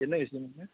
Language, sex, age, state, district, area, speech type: Tamil, male, 45-60, Tamil Nadu, Tenkasi, urban, conversation